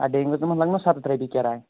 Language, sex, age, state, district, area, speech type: Kashmiri, female, 18-30, Jammu and Kashmir, Baramulla, rural, conversation